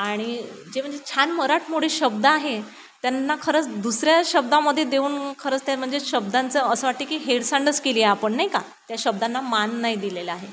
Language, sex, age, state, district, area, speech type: Marathi, female, 30-45, Maharashtra, Nagpur, rural, spontaneous